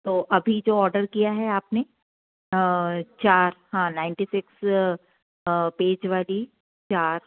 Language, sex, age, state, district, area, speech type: Hindi, female, 45-60, Madhya Pradesh, Jabalpur, urban, conversation